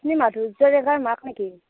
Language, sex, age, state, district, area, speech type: Assamese, female, 18-30, Assam, Barpeta, rural, conversation